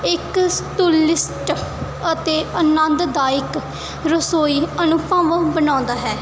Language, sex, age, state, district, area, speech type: Punjabi, female, 18-30, Punjab, Mansa, rural, spontaneous